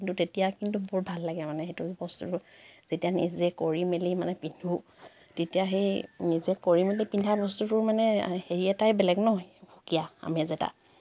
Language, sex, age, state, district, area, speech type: Assamese, female, 30-45, Assam, Sivasagar, rural, spontaneous